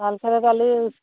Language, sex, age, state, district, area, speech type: Bengali, female, 45-60, West Bengal, Darjeeling, urban, conversation